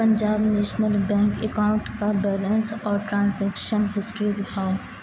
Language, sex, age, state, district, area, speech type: Urdu, female, 30-45, Uttar Pradesh, Aligarh, rural, read